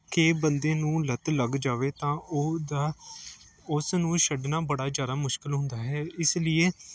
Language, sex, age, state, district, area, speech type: Punjabi, male, 18-30, Punjab, Gurdaspur, urban, spontaneous